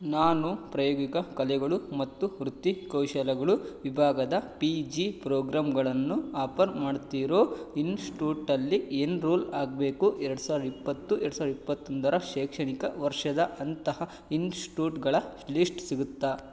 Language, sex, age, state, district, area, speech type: Kannada, male, 18-30, Karnataka, Chitradurga, rural, read